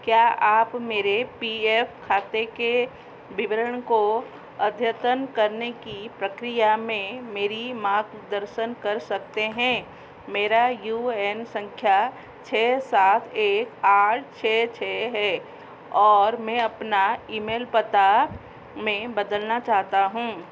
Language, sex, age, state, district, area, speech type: Hindi, female, 45-60, Madhya Pradesh, Chhindwara, rural, read